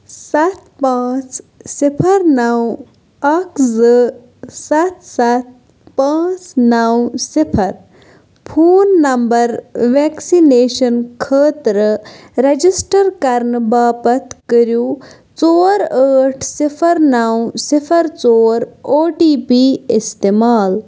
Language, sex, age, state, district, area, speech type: Kashmiri, female, 30-45, Jammu and Kashmir, Bandipora, rural, read